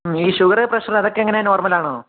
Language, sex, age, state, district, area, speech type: Malayalam, male, 18-30, Kerala, Wayanad, rural, conversation